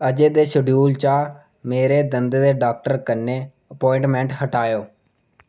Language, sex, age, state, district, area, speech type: Dogri, male, 18-30, Jammu and Kashmir, Reasi, rural, read